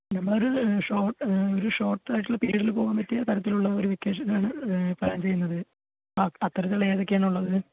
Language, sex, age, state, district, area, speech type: Malayalam, male, 18-30, Kerala, Palakkad, rural, conversation